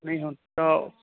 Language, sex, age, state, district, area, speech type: Punjabi, male, 60+, Punjab, Muktsar, urban, conversation